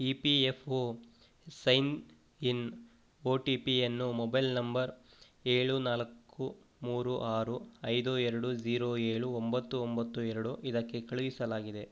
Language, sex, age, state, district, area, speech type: Kannada, male, 18-30, Karnataka, Kodagu, rural, read